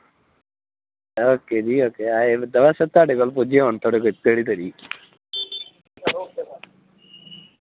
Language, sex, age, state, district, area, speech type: Dogri, male, 30-45, Jammu and Kashmir, Reasi, urban, conversation